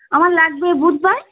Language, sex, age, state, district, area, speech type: Bengali, female, 30-45, West Bengal, Howrah, urban, conversation